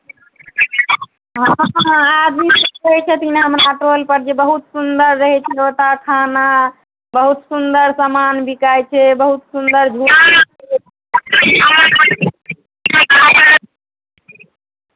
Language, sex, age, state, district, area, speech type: Maithili, female, 18-30, Bihar, Madhubani, rural, conversation